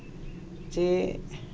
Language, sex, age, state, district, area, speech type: Santali, male, 30-45, Jharkhand, East Singhbhum, rural, spontaneous